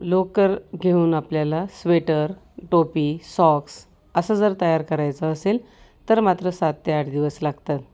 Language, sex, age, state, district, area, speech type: Marathi, female, 45-60, Maharashtra, Nashik, urban, spontaneous